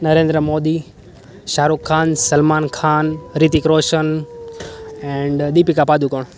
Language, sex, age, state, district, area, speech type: Gujarati, male, 18-30, Gujarat, Rajkot, urban, spontaneous